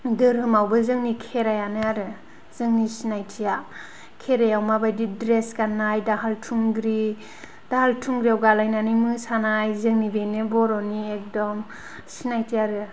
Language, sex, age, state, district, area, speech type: Bodo, female, 18-30, Assam, Kokrajhar, urban, spontaneous